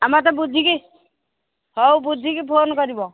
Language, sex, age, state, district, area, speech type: Odia, female, 60+, Odisha, Angul, rural, conversation